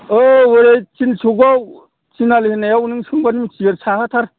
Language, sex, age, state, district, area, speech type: Bodo, male, 60+, Assam, Udalguri, rural, conversation